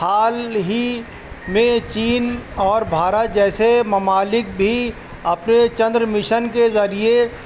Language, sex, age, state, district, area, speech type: Urdu, male, 45-60, Uttar Pradesh, Rampur, urban, spontaneous